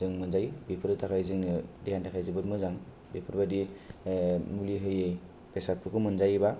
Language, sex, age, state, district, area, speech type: Bodo, male, 18-30, Assam, Kokrajhar, rural, spontaneous